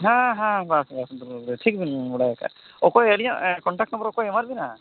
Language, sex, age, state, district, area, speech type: Santali, male, 45-60, Odisha, Mayurbhanj, rural, conversation